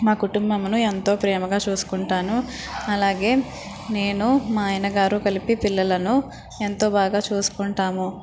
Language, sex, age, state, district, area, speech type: Telugu, female, 45-60, Andhra Pradesh, East Godavari, rural, spontaneous